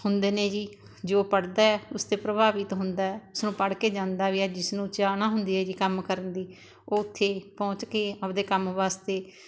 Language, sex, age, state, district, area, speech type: Punjabi, female, 60+, Punjab, Barnala, rural, spontaneous